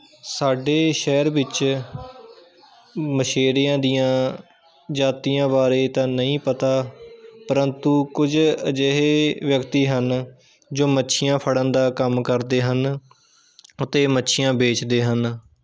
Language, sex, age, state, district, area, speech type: Punjabi, male, 18-30, Punjab, Shaheed Bhagat Singh Nagar, urban, spontaneous